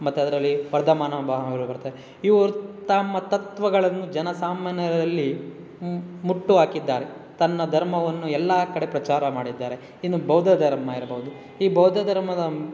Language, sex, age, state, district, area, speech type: Kannada, male, 18-30, Karnataka, Kolar, rural, spontaneous